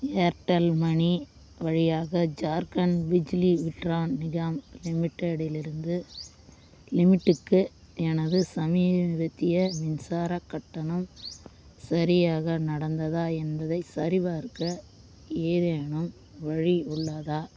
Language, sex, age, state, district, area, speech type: Tamil, female, 30-45, Tamil Nadu, Vellore, urban, read